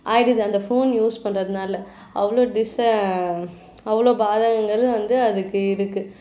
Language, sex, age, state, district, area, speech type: Tamil, female, 18-30, Tamil Nadu, Ranipet, urban, spontaneous